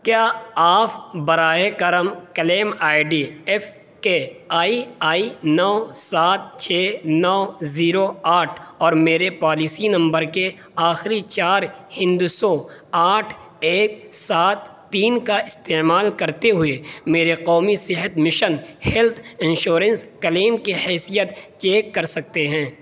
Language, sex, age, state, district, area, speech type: Urdu, male, 18-30, Uttar Pradesh, Saharanpur, urban, read